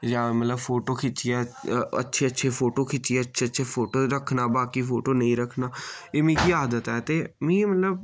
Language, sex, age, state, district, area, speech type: Dogri, male, 18-30, Jammu and Kashmir, Samba, rural, spontaneous